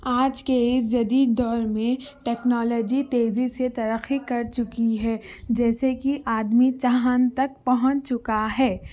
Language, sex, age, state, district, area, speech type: Urdu, female, 18-30, Telangana, Hyderabad, urban, spontaneous